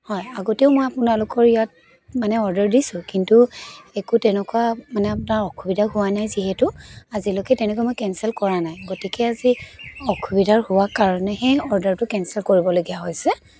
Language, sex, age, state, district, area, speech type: Assamese, female, 30-45, Assam, Dibrugarh, rural, spontaneous